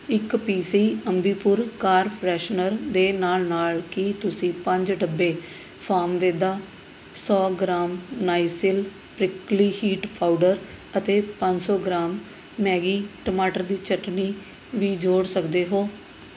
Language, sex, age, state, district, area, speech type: Punjabi, female, 30-45, Punjab, Mohali, urban, read